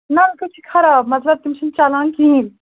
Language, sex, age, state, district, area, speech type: Kashmiri, female, 30-45, Jammu and Kashmir, Srinagar, urban, conversation